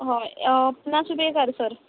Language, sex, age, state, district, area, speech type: Goan Konkani, female, 18-30, Goa, Quepem, rural, conversation